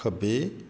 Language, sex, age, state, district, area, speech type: Punjabi, male, 45-60, Punjab, Shaheed Bhagat Singh Nagar, urban, read